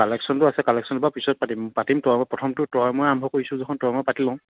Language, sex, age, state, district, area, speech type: Assamese, male, 45-60, Assam, Lakhimpur, rural, conversation